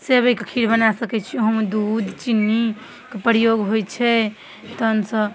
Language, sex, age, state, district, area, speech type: Maithili, female, 18-30, Bihar, Darbhanga, rural, spontaneous